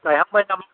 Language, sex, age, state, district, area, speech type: Bodo, male, 60+, Assam, Kokrajhar, rural, conversation